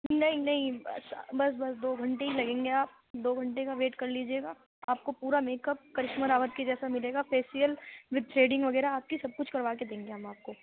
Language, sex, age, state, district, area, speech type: Urdu, female, 45-60, Uttar Pradesh, Gautam Buddha Nagar, urban, conversation